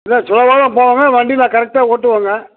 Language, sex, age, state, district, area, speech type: Tamil, male, 60+, Tamil Nadu, Madurai, rural, conversation